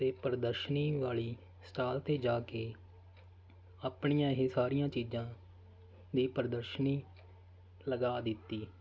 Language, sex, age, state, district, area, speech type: Punjabi, male, 30-45, Punjab, Faridkot, rural, spontaneous